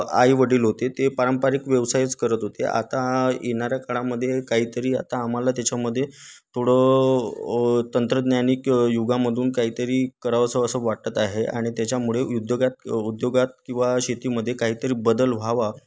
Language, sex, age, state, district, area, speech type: Marathi, male, 30-45, Maharashtra, Nagpur, urban, spontaneous